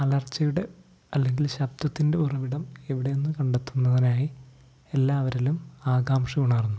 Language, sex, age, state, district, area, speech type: Malayalam, male, 45-60, Kerala, Wayanad, rural, spontaneous